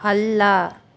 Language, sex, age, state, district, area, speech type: Kannada, female, 18-30, Karnataka, Chamarajanagar, rural, read